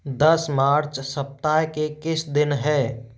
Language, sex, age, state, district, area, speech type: Hindi, male, 30-45, Rajasthan, Jaipur, urban, read